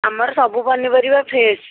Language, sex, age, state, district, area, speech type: Odia, female, 18-30, Odisha, Bhadrak, rural, conversation